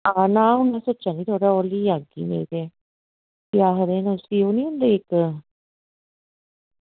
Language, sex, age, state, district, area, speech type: Dogri, female, 45-60, Jammu and Kashmir, Samba, rural, conversation